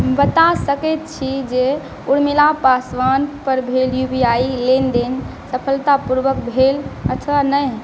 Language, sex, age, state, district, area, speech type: Maithili, female, 18-30, Bihar, Saharsa, rural, read